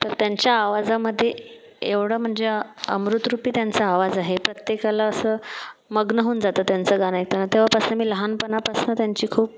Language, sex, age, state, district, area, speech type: Marathi, female, 30-45, Maharashtra, Buldhana, urban, spontaneous